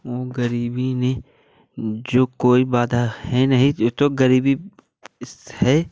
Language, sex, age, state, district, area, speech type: Hindi, male, 18-30, Uttar Pradesh, Jaunpur, rural, spontaneous